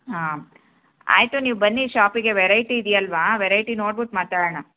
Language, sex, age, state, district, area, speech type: Kannada, female, 30-45, Karnataka, Hassan, rural, conversation